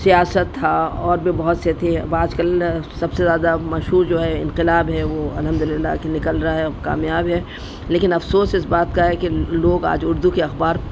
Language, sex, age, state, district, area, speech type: Urdu, female, 60+, Delhi, North East Delhi, urban, spontaneous